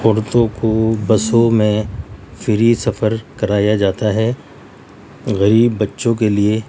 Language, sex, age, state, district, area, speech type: Urdu, male, 60+, Delhi, Central Delhi, urban, spontaneous